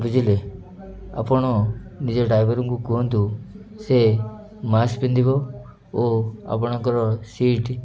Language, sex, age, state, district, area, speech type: Odia, male, 30-45, Odisha, Ganjam, urban, spontaneous